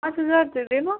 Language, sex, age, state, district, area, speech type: Hindi, female, 18-30, Rajasthan, Karauli, rural, conversation